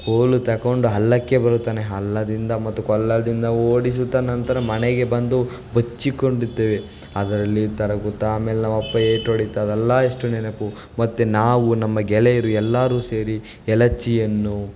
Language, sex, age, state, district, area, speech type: Kannada, male, 18-30, Karnataka, Chamarajanagar, rural, spontaneous